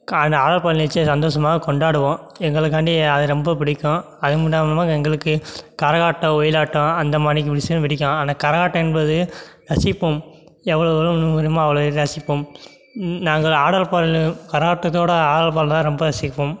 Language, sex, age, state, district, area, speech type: Tamil, male, 18-30, Tamil Nadu, Sivaganga, rural, spontaneous